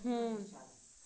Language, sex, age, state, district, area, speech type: Kashmiri, male, 18-30, Jammu and Kashmir, Kupwara, rural, read